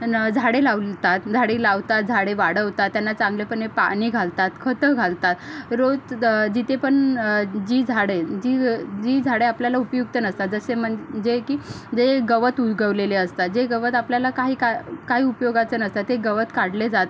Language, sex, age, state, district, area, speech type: Marathi, female, 18-30, Maharashtra, Solapur, urban, spontaneous